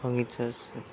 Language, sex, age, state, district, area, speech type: Assamese, male, 18-30, Assam, Sonitpur, urban, spontaneous